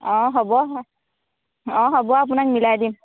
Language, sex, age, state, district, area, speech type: Assamese, female, 18-30, Assam, Golaghat, urban, conversation